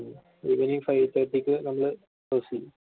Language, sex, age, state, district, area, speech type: Malayalam, male, 18-30, Kerala, Malappuram, rural, conversation